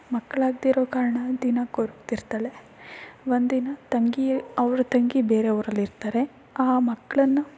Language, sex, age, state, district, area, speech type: Kannada, female, 18-30, Karnataka, Tumkur, rural, spontaneous